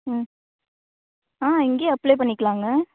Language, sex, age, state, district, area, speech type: Tamil, female, 18-30, Tamil Nadu, Namakkal, rural, conversation